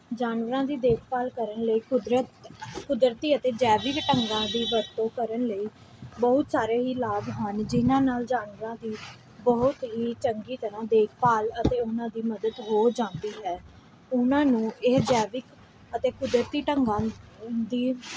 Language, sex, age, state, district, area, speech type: Punjabi, female, 18-30, Punjab, Pathankot, urban, spontaneous